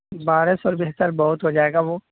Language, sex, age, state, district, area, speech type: Urdu, male, 18-30, Delhi, North West Delhi, urban, conversation